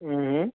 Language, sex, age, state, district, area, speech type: Gujarati, male, 18-30, Gujarat, Ahmedabad, urban, conversation